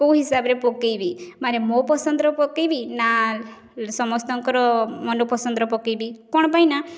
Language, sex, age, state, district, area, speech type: Odia, female, 18-30, Odisha, Mayurbhanj, rural, spontaneous